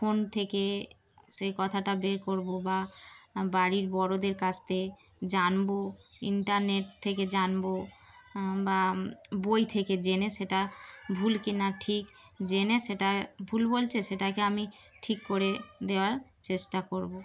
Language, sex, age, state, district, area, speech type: Bengali, female, 30-45, West Bengal, Darjeeling, urban, spontaneous